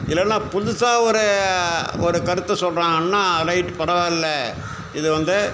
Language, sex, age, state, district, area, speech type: Tamil, male, 60+, Tamil Nadu, Cuddalore, rural, spontaneous